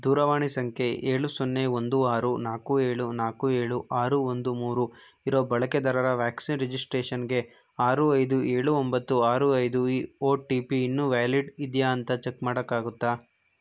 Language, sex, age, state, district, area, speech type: Kannada, male, 18-30, Karnataka, Tumkur, urban, read